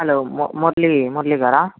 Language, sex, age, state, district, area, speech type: Telugu, male, 30-45, Andhra Pradesh, Chittoor, urban, conversation